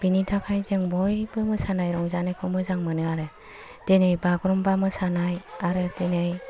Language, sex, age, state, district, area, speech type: Bodo, female, 45-60, Assam, Kokrajhar, rural, spontaneous